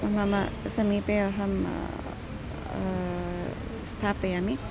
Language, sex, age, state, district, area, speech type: Sanskrit, female, 45-60, Karnataka, Dharwad, urban, spontaneous